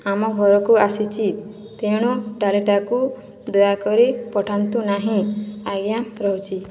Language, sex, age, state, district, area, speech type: Odia, female, 60+, Odisha, Boudh, rural, spontaneous